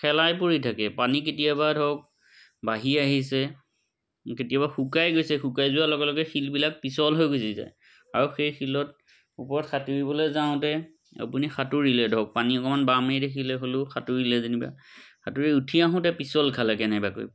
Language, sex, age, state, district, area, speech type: Assamese, male, 30-45, Assam, Majuli, urban, spontaneous